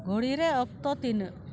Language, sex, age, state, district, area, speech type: Santali, female, 45-60, West Bengal, Paschim Bardhaman, rural, read